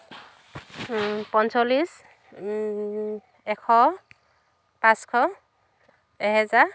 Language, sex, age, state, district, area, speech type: Assamese, female, 30-45, Assam, Dhemaji, urban, spontaneous